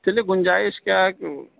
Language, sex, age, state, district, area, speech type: Urdu, male, 30-45, Uttar Pradesh, Gautam Buddha Nagar, rural, conversation